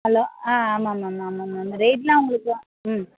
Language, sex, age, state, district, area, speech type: Tamil, female, 18-30, Tamil Nadu, Tirunelveli, urban, conversation